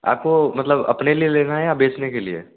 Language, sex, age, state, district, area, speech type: Hindi, male, 18-30, Bihar, Samastipur, rural, conversation